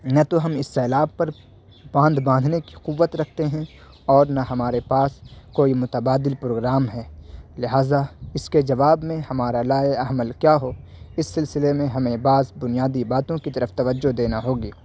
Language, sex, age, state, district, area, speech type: Urdu, male, 18-30, Delhi, South Delhi, urban, spontaneous